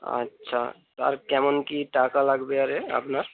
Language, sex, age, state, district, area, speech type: Bengali, male, 18-30, West Bengal, North 24 Parganas, rural, conversation